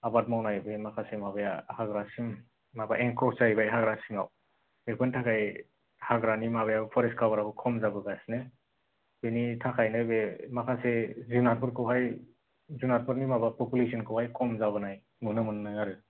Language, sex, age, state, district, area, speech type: Bodo, male, 18-30, Assam, Kokrajhar, rural, conversation